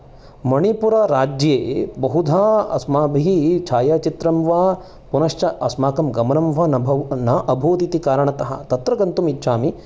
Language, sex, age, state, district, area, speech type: Sanskrit, male, 30-45, Karnataka, Chikkamagaluru, urban, spontaneous